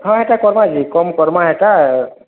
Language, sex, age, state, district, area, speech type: Odia, male, 45-60, Odisha, Bargarh, urban, conversation